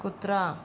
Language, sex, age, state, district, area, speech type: Marathi, female, 30-45, Maharashtra, Yavatmal, rural, read